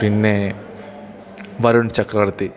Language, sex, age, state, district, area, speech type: Malayalam, male, 18-30, Kerala, Idukki, rural, spontaneous